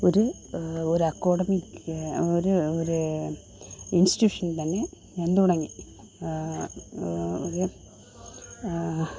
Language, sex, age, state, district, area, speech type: Malayalam, female, 45-60, Kerala, Thiruvananthapuram, rural, spontaneous